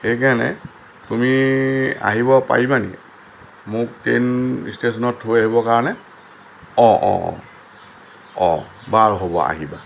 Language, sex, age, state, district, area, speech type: Assamese, male, 60+, Assam, Lakhimpur, urban, spontaneous